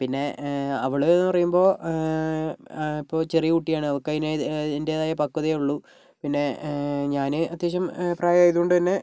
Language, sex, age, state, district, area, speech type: Malayalam, male, 18-30, Kerala, Kozhikode, urban, spontaneous